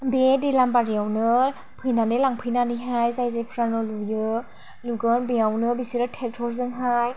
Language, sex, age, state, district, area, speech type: Bodo, female, 45-60, Assam, Chirang, rural, spontaneous